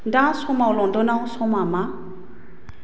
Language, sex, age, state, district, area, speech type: Bodo, female, 30-45, Assam, Baksa, urban, read